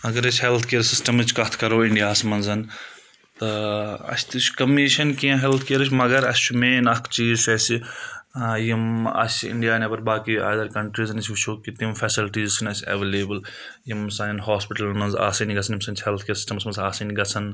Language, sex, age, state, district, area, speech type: Kashmiri, male, 18-30, Jammu and Kashmir, Budgam, rural, spontaneous